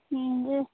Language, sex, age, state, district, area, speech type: Odia, female, 18-30, Odisha, Nuapada, urban, conversation